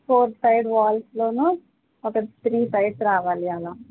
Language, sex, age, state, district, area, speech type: Telugu, female, 45-60, Andhra Pradesh, East Godavari, rural, conversation